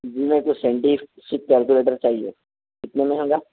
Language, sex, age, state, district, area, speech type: Urdu, male, 18-30, Telangana, Hyderabad, urban, conversation